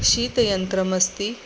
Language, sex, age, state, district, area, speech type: Sanskrit, female, 45-60, Maharashtra, Nagpur, urban, spontaneous